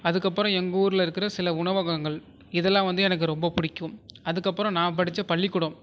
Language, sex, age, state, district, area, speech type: Tamil, male, 18-30, Tamil Nadu, Tiruvarur, urban, spontaneous